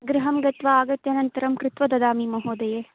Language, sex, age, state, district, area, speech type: Sanskrit, female, 18-30, Karnataka, Bangalore Rural, urban, conversation